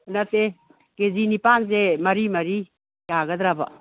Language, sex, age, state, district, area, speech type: Manipuri, female, 60+, Manipur, Imphal West, urban, conversation